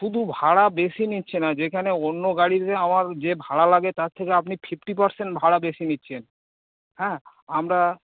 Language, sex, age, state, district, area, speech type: Bengali, male, 45-60, West Bengal, Dakshin Dinajpur, rural, conversation